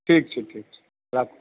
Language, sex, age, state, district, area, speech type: Maithili, male, 45-60, Bihar, Supaul, rural, conversation